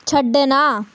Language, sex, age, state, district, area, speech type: Punjabi, female, 18-30, Punjab, Tarn Taran, urban, read